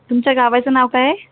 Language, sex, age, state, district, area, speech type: Marathi, female, 30-45, Maharashtra, Wardha, rural, conversation